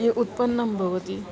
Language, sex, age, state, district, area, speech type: Sanskrit, female, 45-60, Maharashtra, Nagpur, urban, spontaneous